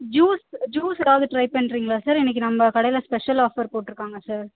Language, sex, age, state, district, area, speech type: Tamil, female, 30-45, Tamil Nadu, Ariyalur, rural, conversation